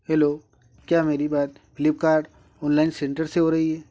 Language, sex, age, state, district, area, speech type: Hindi, male, 18-30, Madhya Pradesh, Ujjain, rural, spontaneous